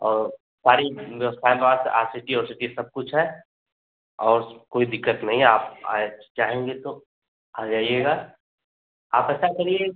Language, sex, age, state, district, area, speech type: Hindi, male, 30-45, Uttar Pradesh, Chandauli, rural, conversation